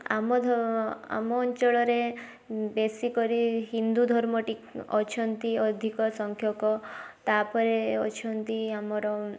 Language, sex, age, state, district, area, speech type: Odia, female, 18-30, Odisha, Balasore, rural, spontaneous